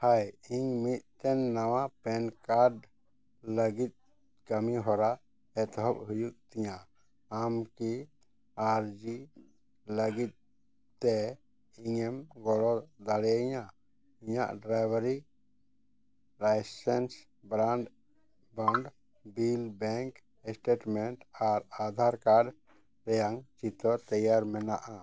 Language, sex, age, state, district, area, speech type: Santali, male, 45-60, Jharkhand, Bokaro, rural, read